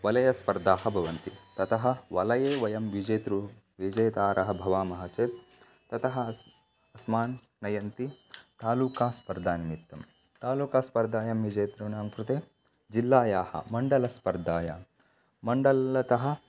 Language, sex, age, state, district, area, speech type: Sanskrit, male, 18-30, Karnataka, Bagalkot, rural, spontaneous